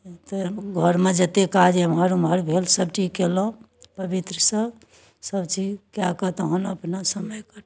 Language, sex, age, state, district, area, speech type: Maithili, female, 60+, Bihar, Darbhanga, urban, spontaneous